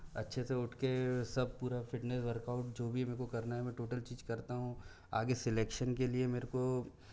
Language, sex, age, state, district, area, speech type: Hindi, male, 18-30, Madhya Pradesh, Bhopal, urban, spontaneous